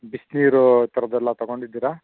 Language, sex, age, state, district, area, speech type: Kannada, male, 30-45, Karnataka, Mandya, rural, conversation